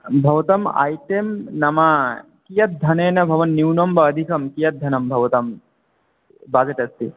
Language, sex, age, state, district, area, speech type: Sanskrit, male, 18-30, West Bengal, South 24 Parganas, rural, conversation